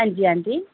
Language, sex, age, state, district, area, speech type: Dogri, female, 45-60, Jammu and Kashmir, Reasi, urban, conversation